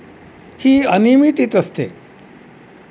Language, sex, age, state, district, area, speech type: Marathi, male, 60+, Maharashtra, Wardha, urban, spontaneous